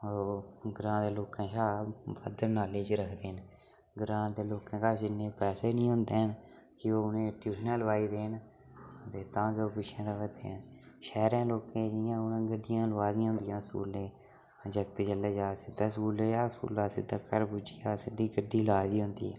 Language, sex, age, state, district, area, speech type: Dogri, male, 18-30, Jammu and Kashmir, Udhampur, rural, spontaneous